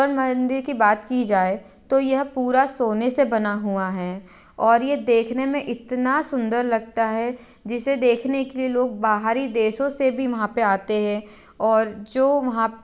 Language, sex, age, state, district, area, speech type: Hindi, female, 18-30, Madhya Pradesh, Betul, rural, spontaneous